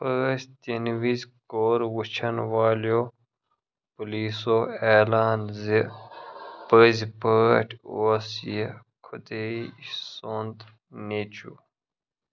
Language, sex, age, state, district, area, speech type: Kashmiri, male, 18-30, Jammu and Kashmir, Ganderbal, rural, read